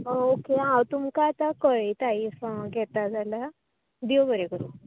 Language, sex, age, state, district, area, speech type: Goan Konkani, female, 18-30, Goa, Tiswadi, rural, conversation